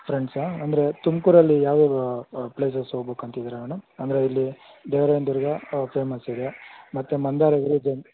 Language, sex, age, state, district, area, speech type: Kannada, male, 18-30, Karnataka, Tumkur, urban, conversation